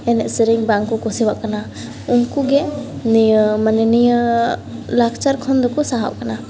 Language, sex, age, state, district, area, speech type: Santali, female, 18-30, West Bengal, Malda, rural, spontaneous